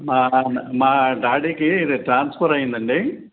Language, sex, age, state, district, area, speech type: Telugu, male, 60+, Andhra Pradesh, Eluru, urban, conversation